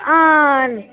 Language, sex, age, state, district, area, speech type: Dogri, female, 18-30, Jammu and Kashmir, Udhampur, rural, conversation